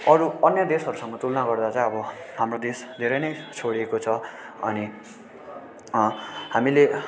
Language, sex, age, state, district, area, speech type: Nepali, male, 18-30, West Bengal, Darjeeling, rural, spontaneous